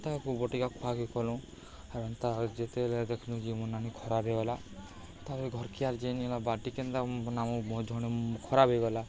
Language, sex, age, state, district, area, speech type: Odia, male, 18-30, Odisha, Balangir, urban, spontaneous